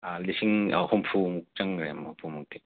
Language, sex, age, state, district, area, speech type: Manipuri, male, 45-60, Manipur, Imphal West, urban, conversation